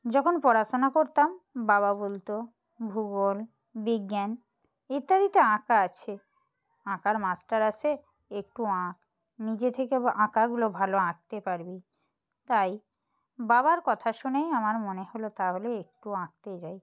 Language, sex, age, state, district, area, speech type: Bengali, female, 30-45, West Bengal, Purba Medinipur, rural, spontaneous